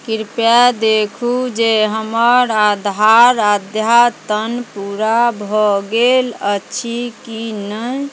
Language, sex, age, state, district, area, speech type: Maithili, female, 45-60, Bihar, Madhubani, rural, read